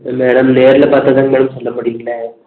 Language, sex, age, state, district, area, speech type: Tamil, male, 18-30, Tamil Nadu, Erode, rural, conversation